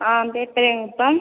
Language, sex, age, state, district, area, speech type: Tamil, female, 18-30, Tamil Nadu, Cuddalore, rural, conversation